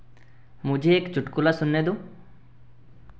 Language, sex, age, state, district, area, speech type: Hindi, male, 18-30, Madhya Pradesh, Betul, urban, read